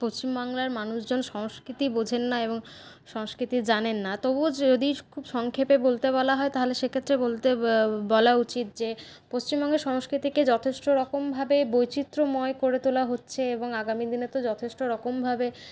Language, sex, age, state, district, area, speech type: Bengali, female, 60+, West Bengal, Paschim Bardhaman, urban, spontaneous